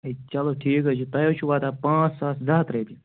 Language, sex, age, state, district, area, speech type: Kashmiri, male, 18-30, Jammu and Kashmir, Anantnag, rural, conversation